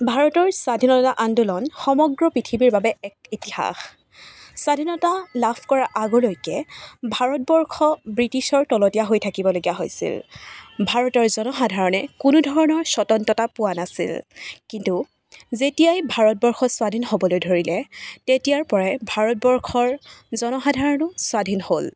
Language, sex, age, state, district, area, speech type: Assamese, female, 18-30, Assam, Charaideo, urban, spontaneous